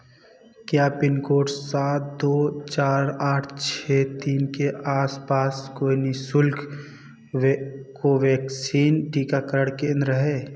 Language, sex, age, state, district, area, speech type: Hindi, male, 18-30, Uttar Pradesh, Jaunpur, urban, read